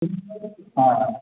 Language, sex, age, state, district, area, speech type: Bengali, male, 45-60, West Bengal, Purba Bardhaman, urban, conversation